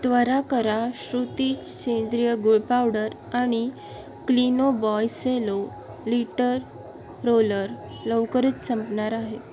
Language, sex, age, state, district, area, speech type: Marathi, female, 18-30, Maharashtra, Sindhudurg, rural, read